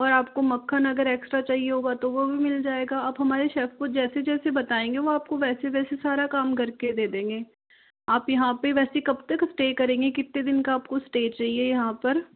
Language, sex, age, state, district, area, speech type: Hindi, female, 45-60, Rajasthan, Jaipur, urban, conversation